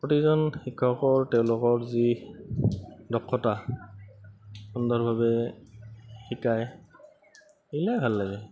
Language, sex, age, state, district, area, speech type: Assamese, male, 30-45, Assam, Goalpara, urban, spontaneous